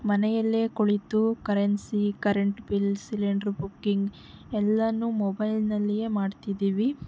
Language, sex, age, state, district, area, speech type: Kannada, female, 18-30, Karnataka, Chitradurga, urban, spontaneous